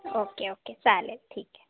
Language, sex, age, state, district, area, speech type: Marathi, female, 18-30, Maharashtra, Osmanabad, rural, conversation